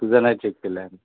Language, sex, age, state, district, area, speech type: Marathi, male, 45-60, Maharashtra, Thane, rural, conversation